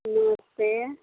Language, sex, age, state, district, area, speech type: Hindi, female, 45-60, Uttar Pradesh, Mirzapur, rural, conversation